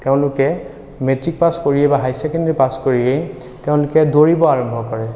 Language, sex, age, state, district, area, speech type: Assamese, male, 30-45, Assam, Sonitpur, rural, spontaneous